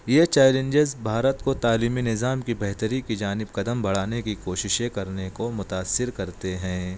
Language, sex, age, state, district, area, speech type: Urdu, male, 45-60, Maharashtra, Nashik, urban, spontaneous